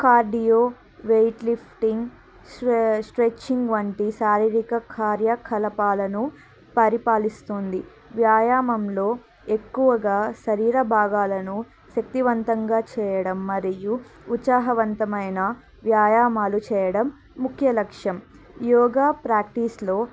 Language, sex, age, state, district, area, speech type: Telugu, female, 18-30, Andhra Pradesh, Annamaya, rural, spontaneous